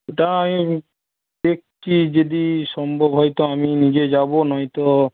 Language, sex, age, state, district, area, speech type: Bengali, male, 18-30, West Bengal, Paschim Medinipur, rural, conversation